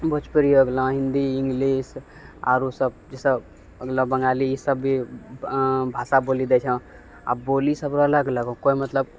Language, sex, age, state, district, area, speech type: Maithili, male, 30-45, Bihar, Purnia, urban, spontaneous